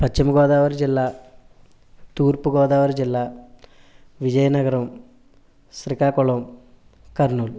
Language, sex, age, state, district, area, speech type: Telugu, male, 30-45, Andhra Pradesh, West Godavari, rural, spontaneous